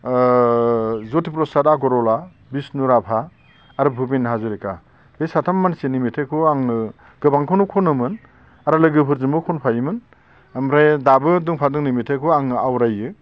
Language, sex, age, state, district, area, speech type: Bodo, male, 60+, Assam, Baksa, urban, spontaneous